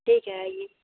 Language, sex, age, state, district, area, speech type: Hindi, female, 45-60, Bihar, Madhepura, rural, conversation